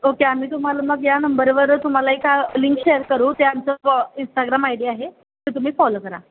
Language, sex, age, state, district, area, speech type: Marathi, female, 18-30, Maharashtra, Kolhapur, urban, conversation